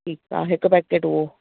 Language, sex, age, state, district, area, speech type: Sindhi, female, 30-45, Maharashtra, Thane, urban, conversation